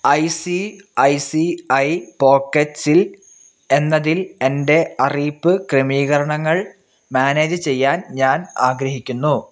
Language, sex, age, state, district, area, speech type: Malayalam, male, 18-30, Kerala, Wayanad, rural, read